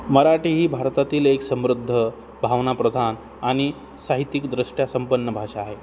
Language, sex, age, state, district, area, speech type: Marathi, male, 18-30, Maharashtra, Jalna, urban, spontaneous